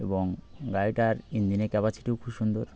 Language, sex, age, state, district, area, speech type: Bengali, male, 30-45, West Bengal, Birbhum, urban, spontaneous